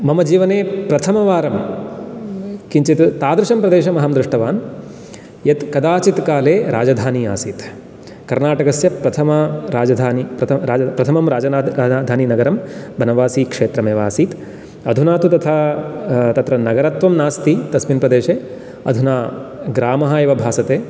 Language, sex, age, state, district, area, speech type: Sanskrit, male, 30-45, Karnataka, Uttara Kannada, rural, spontaneous